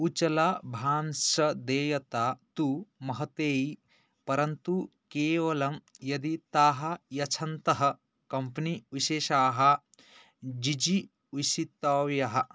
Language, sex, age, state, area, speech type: Sanskrit, male, 18-30, Odisha, rural, read